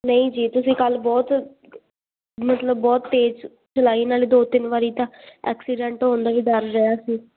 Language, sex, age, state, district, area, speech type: Punjabi, female, 18-30, Punjab, Muktsar, urban, conversation